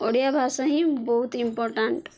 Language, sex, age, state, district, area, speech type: Odia, female, 18-30, Odisha, Koraput, urban, spontaneous